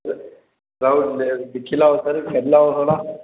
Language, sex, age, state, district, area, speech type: Dogri, male, 30-45, Jammu and Kashmir, Udhampur, rural, conversation